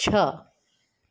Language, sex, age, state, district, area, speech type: Gujarati, female, 45-60, Gujarat, Anand, urban, read